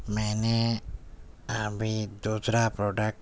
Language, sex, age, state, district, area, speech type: Urdu, male, 18-30, Delhi, Central Delhi, urban, spontaneous